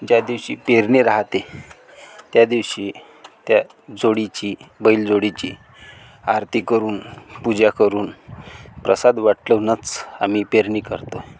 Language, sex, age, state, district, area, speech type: Marathi, male, 45-60, Maharashtra, Amravati, rural, spontaneous